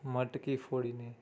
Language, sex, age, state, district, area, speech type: Gujarati, male, 30-45, Gujarat, Surat, urban, spontaneous